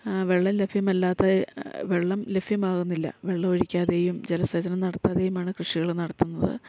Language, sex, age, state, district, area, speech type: Malayalam, female, 45-60, Kerala, Idukki, rural, spontaneous